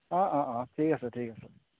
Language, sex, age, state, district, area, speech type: Assamese, male, 18-30, Assam, Golaghat, urban, conversation